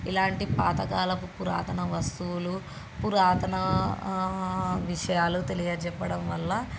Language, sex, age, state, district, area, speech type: Telugu, female, 18-30, Andhra Pradesh, Krishna, urban, spontaneous